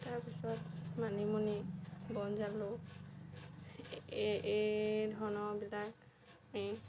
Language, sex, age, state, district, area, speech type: Assamese, female, 45-60, Assam, Lakhimpur, rural, spontaneous